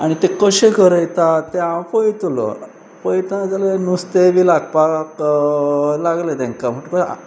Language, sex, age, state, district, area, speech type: Goan Konkani, male, 45-60, Goa, Pernem, rural, spontaneous